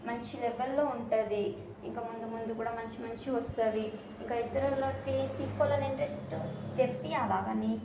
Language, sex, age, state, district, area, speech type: Telugu, female, 18-30, Telangana, Hyderabad, urban, spontaneous